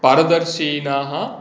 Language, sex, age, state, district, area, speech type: Sanskrit, male, 45-60, West Bengal, Hooghly, rural, spontaneous